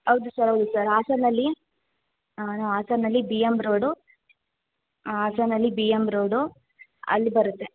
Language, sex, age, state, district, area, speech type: Kannada, female, 18-30, Karnataka, Hassan, rural, conversation